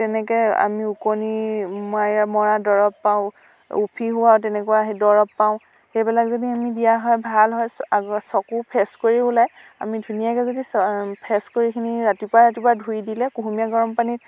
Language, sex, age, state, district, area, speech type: Assamese, female, 30-45, Assam, Dhemaji, rural, spontaneous